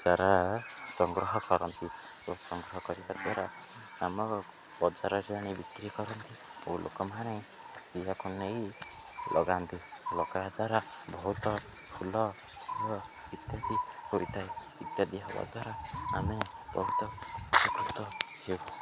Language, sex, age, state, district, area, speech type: Odia, male, 18-30, Odisha, Jagatsinghpur, rural, spontaneous